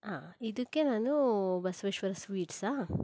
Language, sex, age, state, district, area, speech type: Kannada, female, 30-45, Karnataka, Shimoga, rural, spontaneous